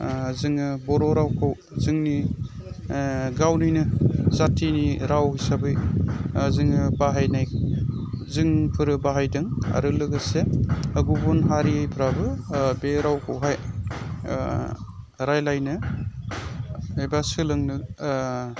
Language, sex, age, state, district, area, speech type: Bodo, male, 30-45, Assam, Udalguri, rural, spontaneous